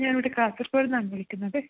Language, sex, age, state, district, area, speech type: Malayalam, female, 30-45, Kerala, Kasaragod, rural, conversation